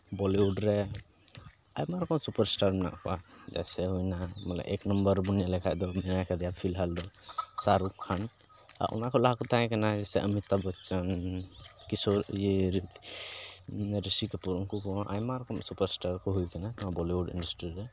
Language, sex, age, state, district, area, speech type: Santali, male, 30-45, Jharkhand, Pakur, rural, spontaneous